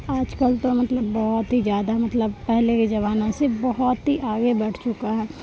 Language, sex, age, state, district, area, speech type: Urdu, female, 18-30, Bihar, Supaul, rural, spontaneous